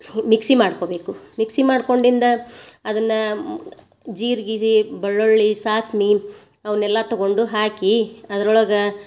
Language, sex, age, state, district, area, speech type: Kannada, female, 45-60, Karnataka, Gadag, rural, spontaneous